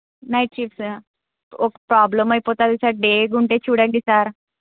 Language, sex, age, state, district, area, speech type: Telugu, female, 18-30, Andhra Pradesh, Krishna, urban, conversation